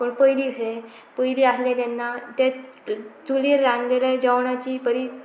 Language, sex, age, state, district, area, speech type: Goan Konkani, female, 18-30, Goa, Pernem, rural, spontaneous